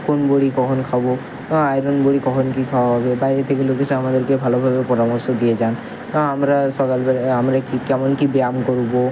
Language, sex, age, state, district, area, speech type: Bengali, male, 18-30, West Bengal, Purba Medinipur, rural, spontaneous